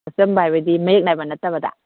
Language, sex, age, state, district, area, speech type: Manipuri, female, 45-60, Manipur, Kakching, rural, conversation